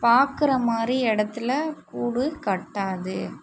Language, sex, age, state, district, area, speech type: Tamil, female, 18-30, Tamil Nadu, Mayiladuthurai, urban, spontaneous